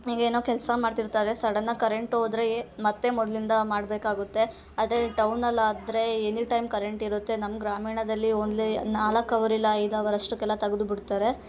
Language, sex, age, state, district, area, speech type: Kannada, female, 30-45, Karnataka, Hassan, urban, spontaneous